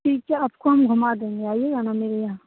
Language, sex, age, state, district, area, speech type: Hindi, female, 18-30, Bihar, Begusarai, rural, conversation